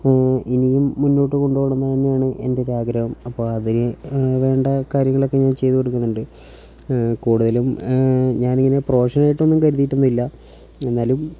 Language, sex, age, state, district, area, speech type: Malayalam, male, 18-30, Kerala, Wayanad, rural, spontaneous